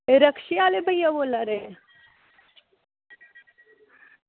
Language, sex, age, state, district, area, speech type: Dogri, female, 18-30, Jammu and Kashmir, Samba, rural, conversation